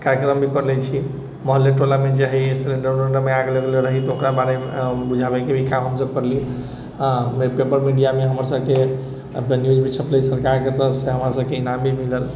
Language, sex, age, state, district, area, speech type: Maithili, male, 30-45, Bihar, Sitamarhi, urban, spontaneous